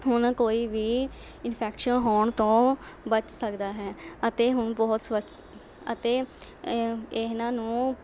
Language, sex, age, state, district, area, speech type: Punjabi, female, 18-30, Punjab, Mohali, urban, spontaneous